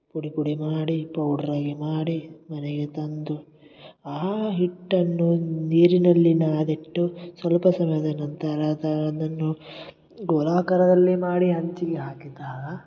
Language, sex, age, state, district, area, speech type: Kannada, male, 18-30, Karnataka, Gulbarga, urban, spontaneous